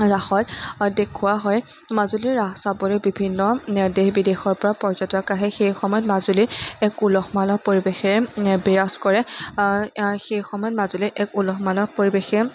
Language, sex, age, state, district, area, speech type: Assamese, female, 18-30, Assam, Majuli, urban, spontaneous